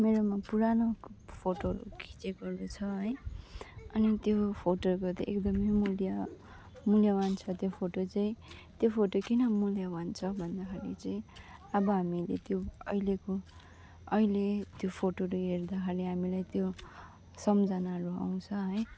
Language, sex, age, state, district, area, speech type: Nepali, female, 18-30, West Bengal, Darjeeling, rural, spontaneous